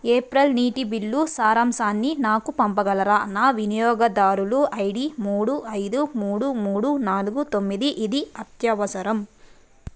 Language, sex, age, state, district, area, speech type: Telugu, female, 30-45, Andhra Pradesh, Nellore, urban, read